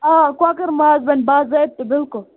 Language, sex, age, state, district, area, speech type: Kashmiri, female, 45-60, Jammu and Kashmir, Bandipora, urban, conversation